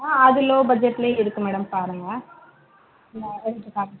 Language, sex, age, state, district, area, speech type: Tamil, female, 30-45, Tamil Nadu, Madurai, urban, conversation